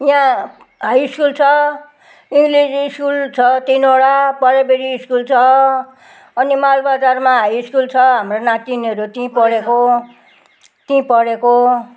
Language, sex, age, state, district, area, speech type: Nepali, female, 60+, West Bengal, Jalpaiguri, rural, spontaneous